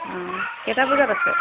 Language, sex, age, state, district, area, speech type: Assamese, female, 30-45, Assam, Sivasagar, rural, conversation